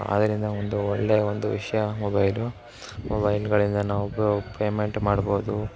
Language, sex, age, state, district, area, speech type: Kannada, male, 18-30, Karnataka, Mysore, urban, spontaneous